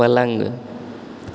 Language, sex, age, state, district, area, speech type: Hindi, male, 18-30, Uttar Pradesh, Azamgarh, rural, read